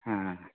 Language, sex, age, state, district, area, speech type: Maithili, male, 45-60, Bihar, Madhepura, rural, conversation